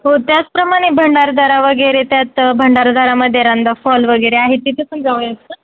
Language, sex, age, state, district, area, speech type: Marathi, female, 18-30, Maharashtra, Ahmednagar, rural, conversation